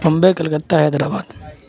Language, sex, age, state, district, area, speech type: Urdu, male, 18-30, Bihar, Supaul, rural, spontaneous